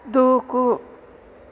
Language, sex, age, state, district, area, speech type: Telugu, female, 45-60, Andhra Pradesh, East Godavari, rural, read